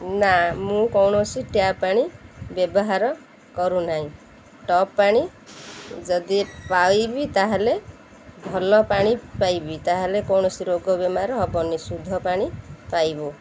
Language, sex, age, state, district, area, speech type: Odia, female, 30-45, Odisha, Kendrapara, urban, spontaneous